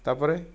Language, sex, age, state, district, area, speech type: Odia, male, 60+, Odisha, Kandhamal, rural, spontaneous